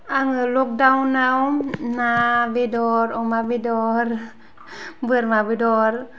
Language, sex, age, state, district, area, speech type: Bodo, female, 18-30, Assam, Kokrajhar, urban, spontaneous